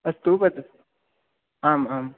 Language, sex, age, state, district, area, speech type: Sanskrit, male, 18-30, Odisha, Khordha, rural, conversation